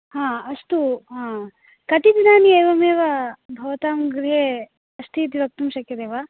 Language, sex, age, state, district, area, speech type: Sanskrit, female, 18-30, Tamil Nadu, Coimbatore, urban, conversation